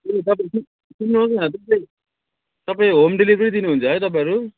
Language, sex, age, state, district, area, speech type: Nepali, male, 45-60, West Bengal, Jalpaiguri, urban, conversation